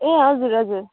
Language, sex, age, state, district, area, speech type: Nepali, female, 18-30, West Bengal, Kalimpong, rural, conversation